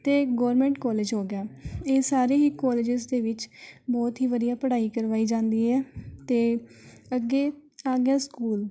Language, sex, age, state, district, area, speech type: Punjabi, female, 18-30, Punjab, Rupnagar, urban, spontaneous